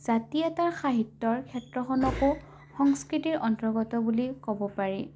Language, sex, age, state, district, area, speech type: Assamese, female, 18-30, Assam, Morigaon, rural, spontaneous